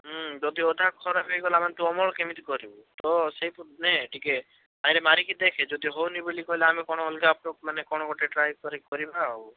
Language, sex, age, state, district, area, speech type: Odia, male, 18-30, Odisha, Bhadrak, rural, conversation